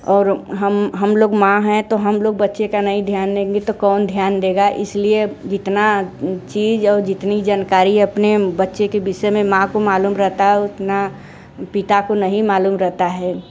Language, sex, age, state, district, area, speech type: Hindi, female, 45-60, Uttar Pradesh, Mirzapur, rural, spontaneous